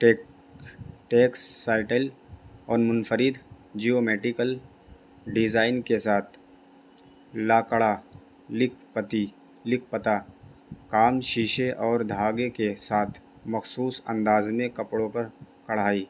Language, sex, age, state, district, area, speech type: Urdu, male, 18-30, Delhi, North East Delhi, urban, spontaneous